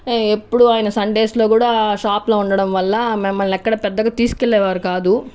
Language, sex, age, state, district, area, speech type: Telugu, female, 45-60, Andhra Pradesh, Chittoor, rural, spontaneous